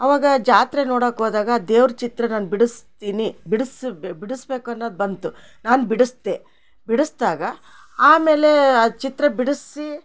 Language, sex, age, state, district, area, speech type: Kannada, female, 60+, Karnataka, Chitradurga, rural, spontaneous